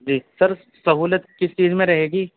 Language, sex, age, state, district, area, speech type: Urdu, male, 18-30, Uttar Pradesh, Saharanpur, urban, conversation